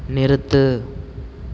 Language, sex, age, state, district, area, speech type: Tamil, male, 45-60, Tamil Nadu, Tiruvarur, urban, read